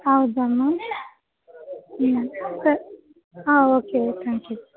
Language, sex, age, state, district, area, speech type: Kannada, female, 18-30, Karnataka, Bellary, urban, conversation